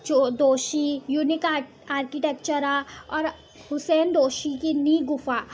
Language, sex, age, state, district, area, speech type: Sindhi, female, 18-30, Gujarat, Surat, urban, spontaneous